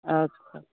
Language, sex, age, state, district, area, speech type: Hindi, female, 30-45, Bihar, Muzaffarpur, rural, conversation